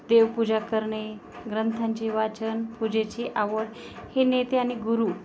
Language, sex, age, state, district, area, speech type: Marathi, female, 30-45, Maharashtra, Osmanabad, rural, spontaneous